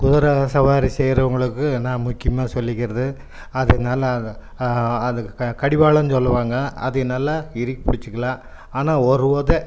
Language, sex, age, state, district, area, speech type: Tamil, male, 60+, Tamil Nadu, Coimbatore, urban, spontaneous